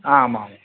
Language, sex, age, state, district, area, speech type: Tamil, male, 18-30, Tamil Nadu, Thanjavur, rural, conversation